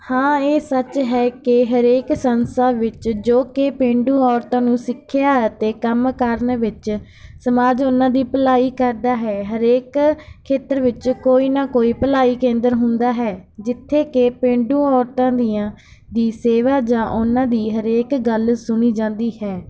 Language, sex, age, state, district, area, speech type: Punjabi, female, 18-30, Punjab, Barnala, rural, spontaneous